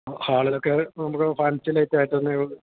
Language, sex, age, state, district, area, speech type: Malayalam, male, 45-60, Kerala, Idukki, rural, conversation